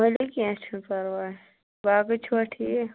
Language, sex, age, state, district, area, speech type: Kashmiri, female, 30-45, Jammu and Kashmir, Kulgam, rural, conversation